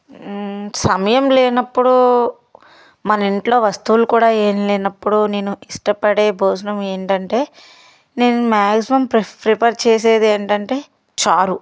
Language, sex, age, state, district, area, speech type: Telugu, female, 18-30, Andhra Pradesh, Palnadu, rural, spontaneous